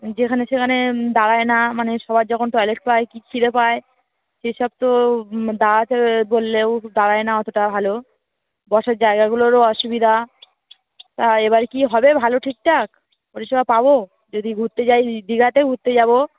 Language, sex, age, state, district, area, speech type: Bengali, female, 30-45, West Bengal, Darjeeling, urban, conversation